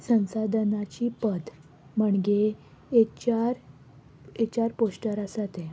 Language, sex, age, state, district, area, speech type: Goan Konkani, female, 18-30, Goa, Salcete, rural, spontaneous